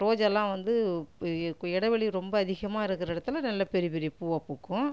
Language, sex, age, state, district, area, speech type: Tamil, female, 45-60, Tamil Nadu, Cuddalore, rural, spontaneous